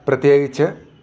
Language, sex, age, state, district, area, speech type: Malayalam, male, 45-60, Kerala, Idukki, rural, spontaneous